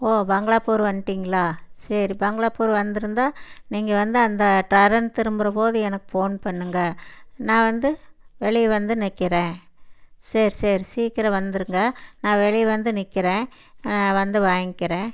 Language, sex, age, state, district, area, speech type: Tamil, female, 60+, Tamil Nadu, Erode, urban, spontaneous